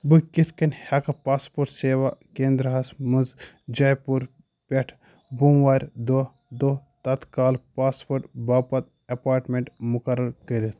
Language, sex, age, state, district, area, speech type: Kashmiri, male, 18-30, Jammu and Kashmir, Ganderbal, rural, read